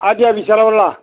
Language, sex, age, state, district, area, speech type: Tamil, male, 60+, Tamil Nadu, Madurai, rural, conversation